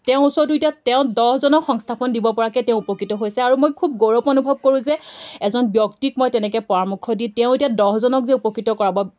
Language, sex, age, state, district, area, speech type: Assamese, female, 18-30, Assam, Golaghat, rural, spontaneous